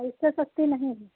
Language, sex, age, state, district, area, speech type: Hindi, female, 60+, Uttar Pradesh, Sitapur, rural, conversation